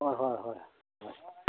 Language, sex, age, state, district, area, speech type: Assamese, male, 30-45, Assam, Dhemaji, urban, conversation